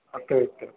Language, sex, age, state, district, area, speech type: Urdu, male, 45-60, Uttar Pradesh, Gautam Buddha Nagar, urban, conversation